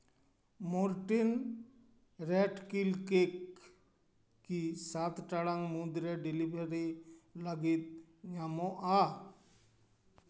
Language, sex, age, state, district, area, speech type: Santali, male, 60+, West Bengal, Paschim Bardhaman, urban, read